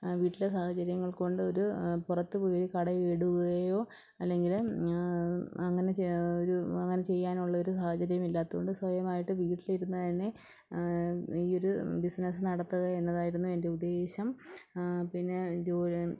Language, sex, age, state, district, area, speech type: Malayalam, female, 30-45, Kerala, Pathanamthitta, urban, spontaneous